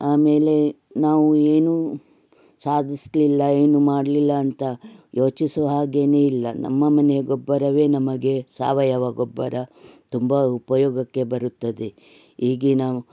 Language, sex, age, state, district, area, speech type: Kannada, female, 60+, Karnataka, Udupi, rural, spontaneous